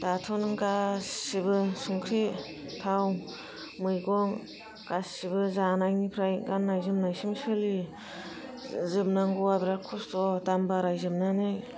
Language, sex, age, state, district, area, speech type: Bodo, female, 30-45, Assam, Kokrajhar, rural, spontaneous